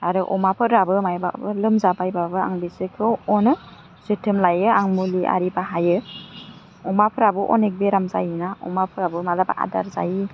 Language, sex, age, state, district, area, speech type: Bodo, female, 30-45, Assam, Baksa, rural, spontaneous